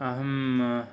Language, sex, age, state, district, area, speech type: Sanskrit, male, 18-30, Karnataka, Mysore, urban, spontaneous